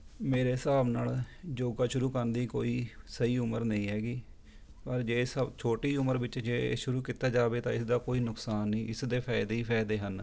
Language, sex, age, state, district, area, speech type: Punjabi, male, 30-45, Punjab, Rupnagar, rural, spontaneous